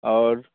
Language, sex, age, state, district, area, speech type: Hindi, male, 45-60, Bihar, Muzaffarpur, urban, conversation